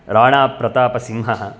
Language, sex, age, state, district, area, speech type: Sanskrit, male, 18-30, Karnataka, Bangalore Urban, urban, spontaneous